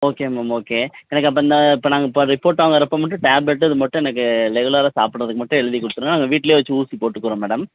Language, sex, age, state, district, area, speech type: Tamil, male, 30-45, Tamil Nadu, Perambalur, rural, conversation